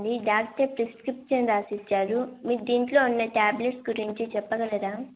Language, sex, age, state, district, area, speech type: Telugu, female, 18-30, Andhra Pradesh, Annamaya, rural, conversation